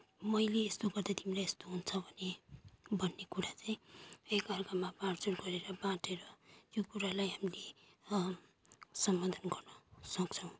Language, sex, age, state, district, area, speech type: Nepali, female, 30-45, West Bengal, Kalimpong, rural, spontaneous